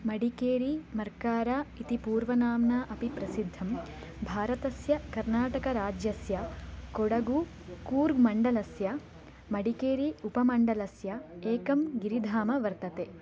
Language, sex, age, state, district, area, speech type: Sanskrit, female, 18-30, Karnataka, Chikkamagaluru, urban, read